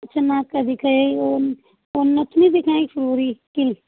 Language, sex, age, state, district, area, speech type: Hindi, female, 30-45, Uttar Pradesh, Prayagraj, urban, conversation